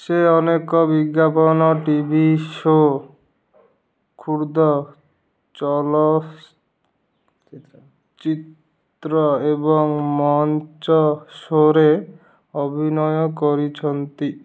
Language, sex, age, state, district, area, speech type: Odia, male, 18-30, Odisha, Malkangiri, urban, read